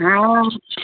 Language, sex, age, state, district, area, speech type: Maithili, female, 45-60, Bihar, Samastipur, urban, conversation